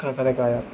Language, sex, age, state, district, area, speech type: Telugu, male, 18-30, Andhra Pradesh, Kurnool, rural, spontaneous